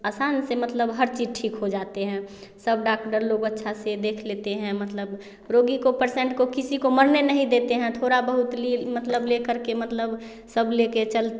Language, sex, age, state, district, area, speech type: Hindi, female, 30-45, Bihar, Samastipur, rural, spontaneous